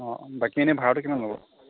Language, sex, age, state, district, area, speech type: Assamese, male, 60+, Assam, Morigaon, rural, conversation